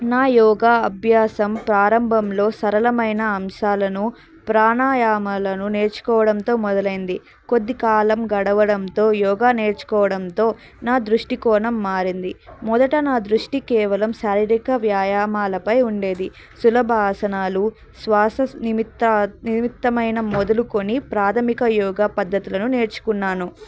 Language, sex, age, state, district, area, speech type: Telugu, female, 18-30, Andhra Pradesh, Annamaya, rural, spontaneous